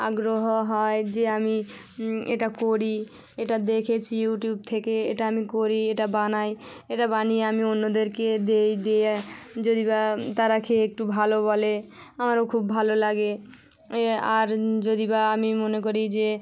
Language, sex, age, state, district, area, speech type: Bengali, female, 18-30, West Bengal, South 24 Parganas, rural, spontaneous